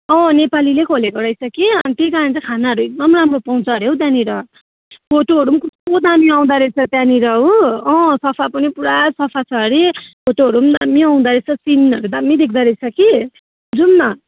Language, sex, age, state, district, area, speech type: Nepali, female, 30-45, West Bengal, Jalpaiguri, urban, conversation